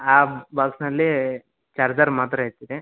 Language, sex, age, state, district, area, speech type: Kannada, male, 30-45, Karnataka, Gadag, rural, conversation